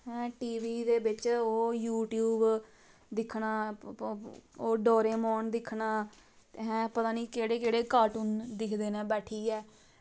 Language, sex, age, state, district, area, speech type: Dogri, female, 18-30, Jammu and Kashmir, Samba, rural, spontaneous